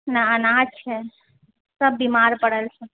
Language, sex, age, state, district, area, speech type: Maithili, female, 30-45, Bihar, Purnia, urban, conversation